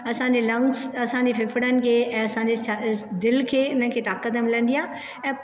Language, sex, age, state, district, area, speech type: Sindhi, female, 60+, Maharashtra, Thane, urban, spontaneous